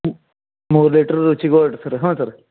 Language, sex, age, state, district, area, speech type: Kannada, male, 30-45, Karnataka, Gadag, rural, conversation